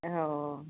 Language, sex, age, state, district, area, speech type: Marathi, female, 45-60, Maharashtra, Nagpur, urban, conversation